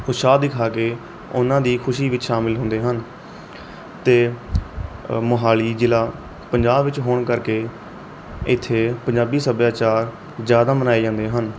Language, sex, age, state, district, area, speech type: Punjabi, male, 18-30, Punjab, Mohali, rural, spontaneous